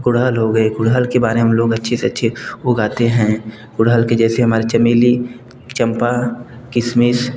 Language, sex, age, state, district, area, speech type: Hindi, male, 18-30, Uttar Pradesh, Bhadohi, urban, spontaneous